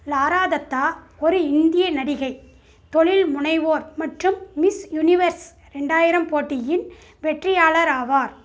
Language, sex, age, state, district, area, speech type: Tamil, female, 30-45, Tamil Nadu, Dharmapuri, rural, read